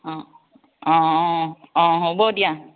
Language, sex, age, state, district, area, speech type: Assamese, female, 30-45, Assam, Biswanath, rural, conversation